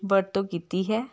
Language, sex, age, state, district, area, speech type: Punjabi, female, 30-45, Punjab, Hoshiarpur, rural, spontaneous